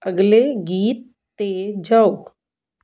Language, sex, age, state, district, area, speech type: Punjabi, female, 45-60, Punjab, Jalandhar, urban, read